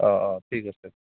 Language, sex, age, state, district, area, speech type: Assamese, male, 18-30, Assam, Lakhimpur, rural, conversation